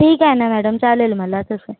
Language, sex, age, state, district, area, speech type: Marathi, female, 30-45, Maharashtra, Nagpur, urban, conversation